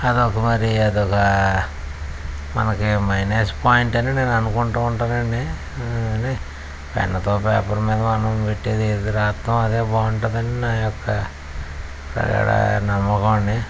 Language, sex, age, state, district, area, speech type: Telugu, male, 60+, Andhra Pradesh, West Godavari, rural, spontaneous